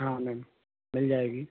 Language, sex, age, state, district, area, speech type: Hindi, male, 30-45, Madhya Pradesh, Betul, urban, conversation